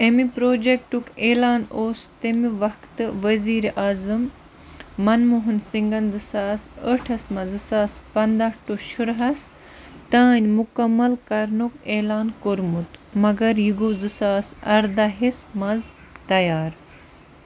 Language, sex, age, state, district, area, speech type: Kashmiri, female, 30-45, Jammu and Kashmir, Budgam, rural, read